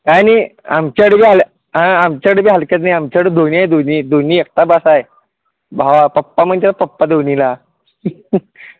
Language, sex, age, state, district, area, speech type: Marathi, male, 30-45, Maharashtra, Sangli, urban, conversation